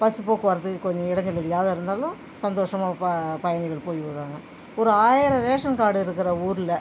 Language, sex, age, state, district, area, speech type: Tamil, female, 45-60, Tamil Nadu, Cuddalore, rural, spontaneous